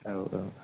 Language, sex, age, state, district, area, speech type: Bodo, male, 18-30, Assam, Chirang, urban, conversation